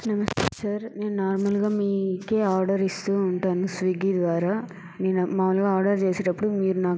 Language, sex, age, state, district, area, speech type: Telugu, female, 30-45, Andhra Pradesh, Chittoor, urban, spontaneous